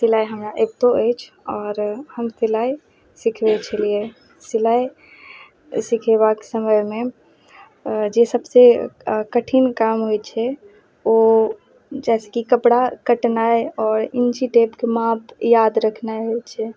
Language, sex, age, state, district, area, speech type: Maithili, female, 30-45, Bihar, Madhubani, rural, spontaneous